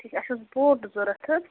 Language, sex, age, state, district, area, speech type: Kashmiri, female, 18-30, Jammu and Kashmir, Bandipora, rural, conversation